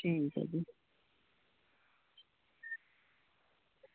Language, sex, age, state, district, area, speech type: Dogri, female, 30-45, Jammu and Kashmir, Samba, rural, conversation